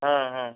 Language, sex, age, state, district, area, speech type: Odia, male, 45-60, Odisha, Kandhamal, rural, conversation